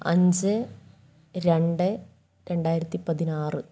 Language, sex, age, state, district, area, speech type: Malayalam, female, 30-45, Kerala, Wayanad, rural, spontaneous